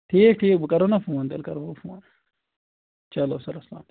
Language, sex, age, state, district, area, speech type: Kashmiri, male, 60+, Jammu and Kashmir, Kulgam, rural, conversation